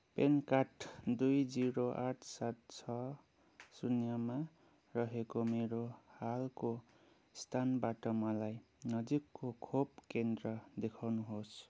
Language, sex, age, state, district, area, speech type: Nepali, male, 18-30, West Bengal, Kalimpong, rural, read